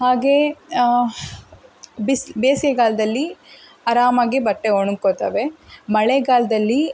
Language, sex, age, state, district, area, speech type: Kannada, female, 18-30, Karnataka, Davanagere, rural, spontaneous